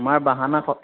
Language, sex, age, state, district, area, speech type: Assamese, male, 18-30, Assam, Biswanath, rural, conversation